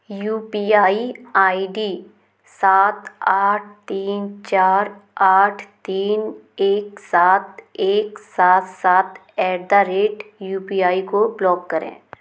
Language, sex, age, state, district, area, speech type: Hindi, female, 30-45, Madhya Pradesh, Gwalior, urban, read